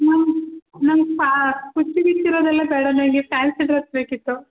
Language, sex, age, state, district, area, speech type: Kannada, female, 30-45, Karnataka, Hassan, urban, conversation